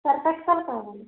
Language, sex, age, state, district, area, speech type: Telugu, female, 30-45, Andhra Pradesh, East Godavari, rural, conversation